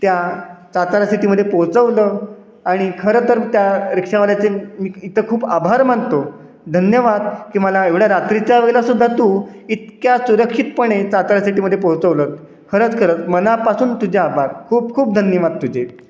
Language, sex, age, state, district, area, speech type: Marathi, male, 30-45, Maharashtra, Satara, urban, spontaneous